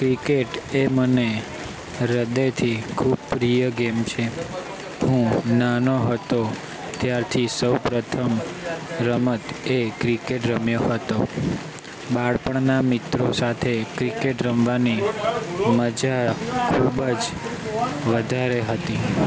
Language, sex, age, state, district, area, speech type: Gujarati, male, 18-30, Gujarat, Anand, urban, spontaneous